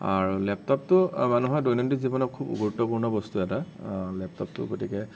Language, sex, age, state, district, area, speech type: Assamese, male, 30-45, Assam, Nagaon, rural, spontaneous